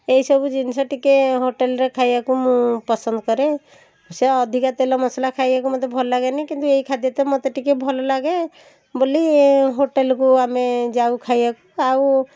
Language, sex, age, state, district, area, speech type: Odia, female, 45-60, Odisha, Puri, urban, spontaneous